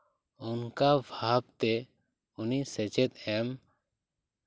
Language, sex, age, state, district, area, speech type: Santali, male, 18-30, West Bengal, Purba Bardhaman, rural, spontaneous